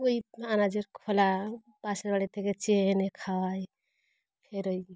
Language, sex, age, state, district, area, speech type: Bengali, female, 30-45, West Bengal, Dakshin Dinajpur, urban, spontaneous